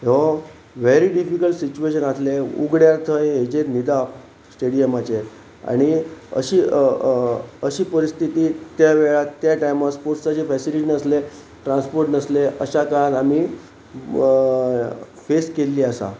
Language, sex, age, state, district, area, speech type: Goan Konkani, male, 45-60, Goa, Pernem, rural, spontaneous